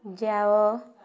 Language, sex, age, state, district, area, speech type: Odia, female, 18-30, Odisha, Kendujhar, urban, read